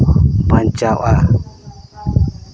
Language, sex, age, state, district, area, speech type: Santali, male, 30-45, Jharkhand, Seraikela Kharsawan, rural, spontaneous